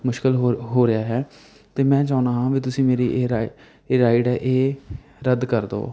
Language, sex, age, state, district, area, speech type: Punjabi, male, 18-30, Punjab, Mansa, rural, spontaneous